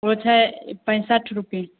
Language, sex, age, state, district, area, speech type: Maithili, female, 18-30, Bihar, Begusarai, urban, conversation